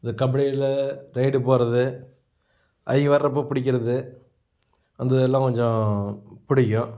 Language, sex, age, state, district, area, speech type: Tamil, male, 45-60, Tamil Nadu, Namakkal, rural, spontaneous